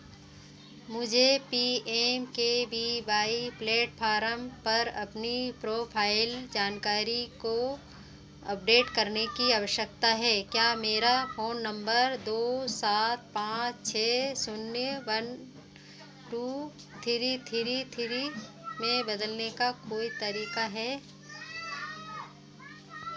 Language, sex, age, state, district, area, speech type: Hindi, female, 45-60, Madhya Pradesh, Seoni, urban, read